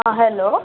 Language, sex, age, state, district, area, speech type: Maithili, male, 18-30, Bihar, Muzaffarpur, urban, conversation